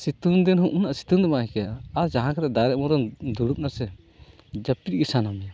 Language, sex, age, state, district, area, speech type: Santali, male, 30-45, West Bengal, Purulia, rural, spontaneous